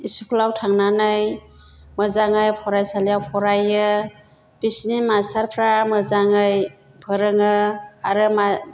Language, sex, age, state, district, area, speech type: Bodo, female, 60+, Assam, Chirang, rural, spontaneous